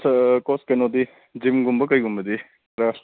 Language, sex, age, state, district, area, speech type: Manipuri, male, 30-45, Manipur, Kangpokpi, urban, conversation